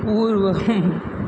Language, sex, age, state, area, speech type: Sanskrit, male, 18-30, Uttar Pradesh, urban, read